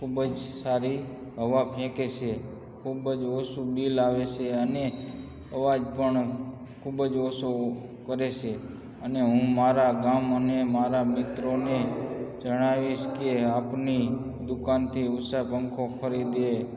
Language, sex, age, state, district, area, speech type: Gujarati, male, 30-45, Gujarat, Morbi, rural, spontaneous